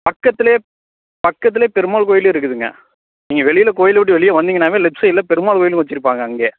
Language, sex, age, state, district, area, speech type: Tamil, male, 18-30, Tamil Nadu, Tiruppur, rural, conversation